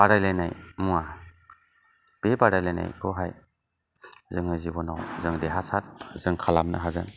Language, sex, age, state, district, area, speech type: Bodo, male, 45-60, Assam, Chirang, urban, spontaneous